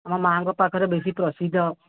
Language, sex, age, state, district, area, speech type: Odia, female, 45-60, Odisha, Angul, rural, conversation